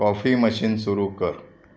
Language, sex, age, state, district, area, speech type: Marathi, male, 45-60, Maharashtra, Raigad, rural, read